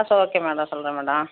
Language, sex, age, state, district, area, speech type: Tamil, female, 45-60, Tamil Nadu, Virudhunagar, rural, conversation